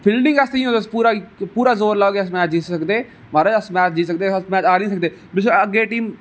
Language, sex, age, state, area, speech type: Dogri, male, 18-30, Jammu and Kashmir, rural, spontaneous